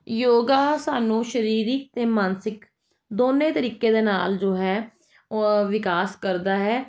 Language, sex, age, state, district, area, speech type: Punjabi, female, 30-45, Punjab, Jalandhar, urban, spontaneous